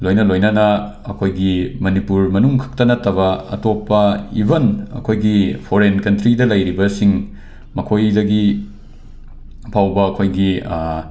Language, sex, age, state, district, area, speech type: Manipuri, male, 18-30, Manipur, Imphal West, rural, spontaneous